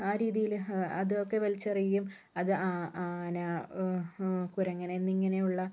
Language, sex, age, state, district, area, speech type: Malayalam, female, 45-60, Kerala, Wayanad, rural, spontaneous